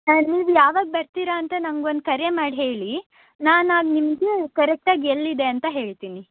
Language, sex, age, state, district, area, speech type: Kannada, female, 18-30, Karnataka, Shimoga, rural, conversation